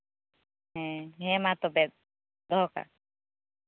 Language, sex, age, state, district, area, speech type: Santali, female, 18-30, West Bengal, Uttar Dinajpur, rural, conversation